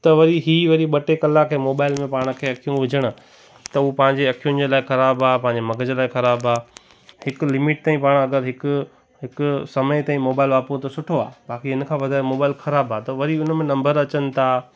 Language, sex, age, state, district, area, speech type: Sindhi, male, 18-30, Gujarat, Kutch, rural, spontaneous